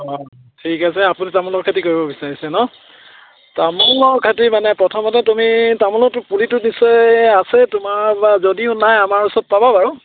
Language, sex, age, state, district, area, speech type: Assamese, male, 60+, Assam, Charaideo, rural, conversation